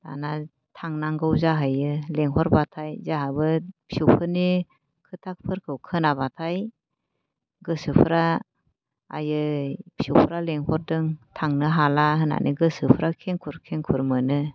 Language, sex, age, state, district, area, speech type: Bodo, female, 45-60, Assam, Kokrajhar, urban, spontaneous